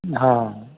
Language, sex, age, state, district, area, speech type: Maithili, male, 45-60, Bihar, Supaul, rural, conversation